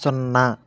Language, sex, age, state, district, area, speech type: Telugu, male, 45-60, Andhra Pradesh, Kakinada, urban, read